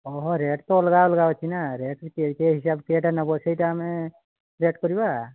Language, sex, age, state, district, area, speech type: Odia, male, 45-60, Odisha, Mayurbhanj, rural, conversation